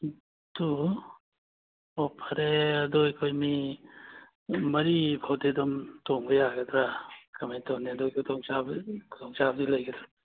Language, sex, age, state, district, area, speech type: Manipuri, male, 30-45, Manipur, Churachandpur, rural, conversation